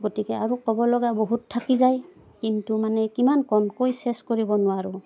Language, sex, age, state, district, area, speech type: Assamese, female, 30-45, Assam, Udalguri, rural, spontaneous